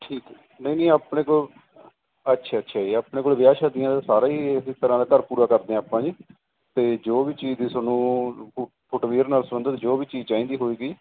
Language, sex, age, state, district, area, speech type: Punjabi, male, 30-45, Punjab, Barnala, rural, conversation